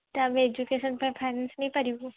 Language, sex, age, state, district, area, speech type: Odia, female, 18-30, Odisha, Sundergarh, urban, conversation